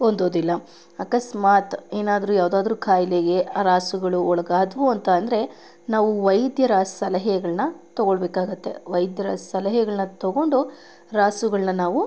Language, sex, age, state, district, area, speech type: Kannada, female, 30-45, Karnataka, Mandya, rural, spontaneous